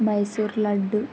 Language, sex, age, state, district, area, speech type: Telugu, female, 18-30, Andhra Pradesh, Kurnool, rural, spontaneous